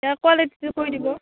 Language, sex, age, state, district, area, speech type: Assamese, female, 60+, Assam, Darrang, rural, conversation